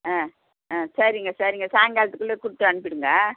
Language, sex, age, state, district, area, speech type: Tamil, female, 60+, Tamil Nadu, Viluppuram, rural, conversation